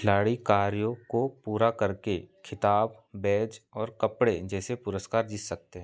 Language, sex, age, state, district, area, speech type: Hindi, male, 30-45, Madhya Pradesh, Seoni, rural, read